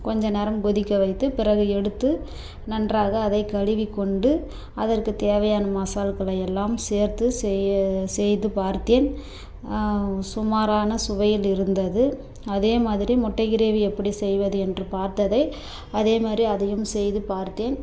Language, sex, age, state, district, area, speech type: Tamil, female, 30-45, Tamil Nadu, Dharmapuri, rural, spontaneous